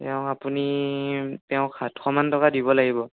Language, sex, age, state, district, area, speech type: Assamese, male, 18-30, Assam, Sonitpur, rural, conversation